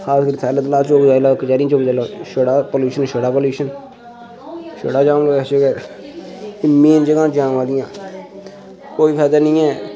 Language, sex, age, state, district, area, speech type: Dogri, male, 18-30, Jammu and Kashmir, Udhampur, rural, spontaneous